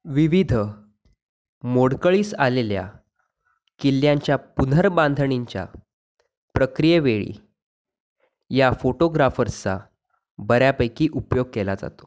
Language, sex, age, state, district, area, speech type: Marathi, male, 18-30, Maharashtra, Sindhudurg, rural, spontaneous